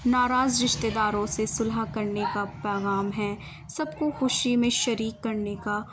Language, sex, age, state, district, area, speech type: Urdu, female, 18-30, Uttar Pradesh, Muzaffarnagar, rural, spontaneous